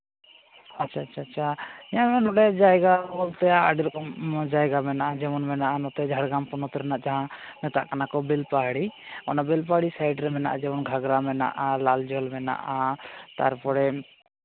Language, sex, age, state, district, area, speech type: Santali, male, 18-30, West Bengal, Jhargram, rural, conversation